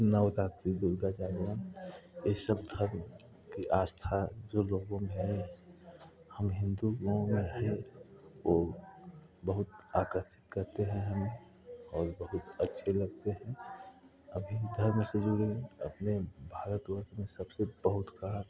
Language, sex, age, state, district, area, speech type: Hindi, male, 45-60, Uttar Pradesh, Prayagraj, rural, spontaneous